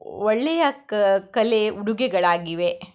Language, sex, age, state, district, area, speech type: Kannada, female, 30-45, Karnataka, Shimoga, rural, spontaneous